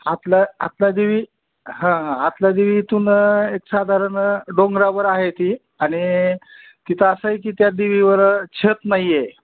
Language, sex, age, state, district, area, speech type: Marathi, male, 45-60, Maharashtra, Osmanabad, rural, conversation